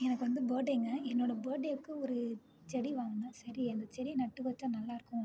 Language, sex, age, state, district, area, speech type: Tamil, female, 30-45, Tamil Nadu, Ariyalur, rural, spontaneous